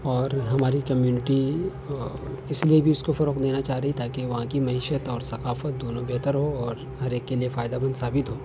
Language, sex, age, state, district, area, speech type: Urdu, male, 18-30, Delhi, North West Delhi, urban, spontaneous